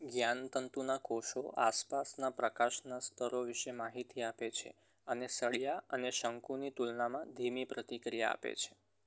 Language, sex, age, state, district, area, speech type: Gujarati, male, 18-30, Gujarat, Surat, rural, read